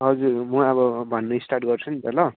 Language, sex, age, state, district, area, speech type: Nepali, male, 18-30, West Bengal, Alipurduar, urban, conversation